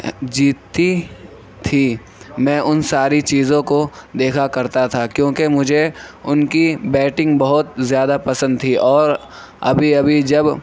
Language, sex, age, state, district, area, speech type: Urdu, male, 18-30, Uttar Pradesh, Gautam Buddha Nagar, rural, spontaneous